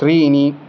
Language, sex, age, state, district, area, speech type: Sanskrit, male, 18-30, Telangana, Hyderabad, urban, read